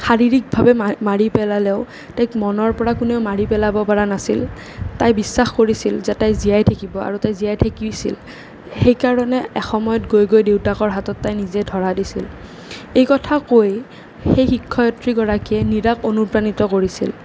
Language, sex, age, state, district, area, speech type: Assamese, male, 18-30, Assam, Nalbari, urban, spontaneous